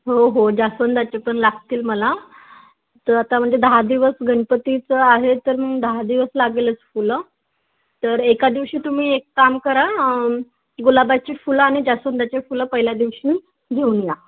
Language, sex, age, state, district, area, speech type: Marathi, female, 18-30, Maharashtra, Wardha, rural, conversation